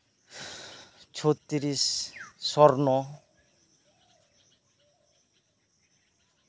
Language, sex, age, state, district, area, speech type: Santali, male, 30-45, West Bengal, Birbhum, rural, spontaneous